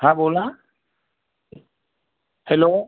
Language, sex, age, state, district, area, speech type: Marathi, other, 18-30, Maharashtra, Buldhana, rural, conversation